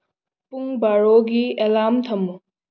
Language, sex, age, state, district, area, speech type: Manipuri, female, 18-30, Manipur, Tengnoupal, urban, read